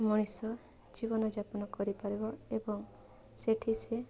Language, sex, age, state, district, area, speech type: Odia, female, 18-30, Odisha, Mayurbhanj, rural, spontaneous